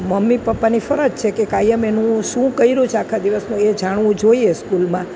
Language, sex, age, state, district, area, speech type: Gujarati, female, 45-60, Gujarat, Junagadh, rural, spontaneous